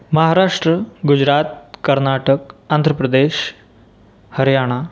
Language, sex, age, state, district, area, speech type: Marathi, male, 18-30, Maharashtra, Buldhana, rural, spontaneous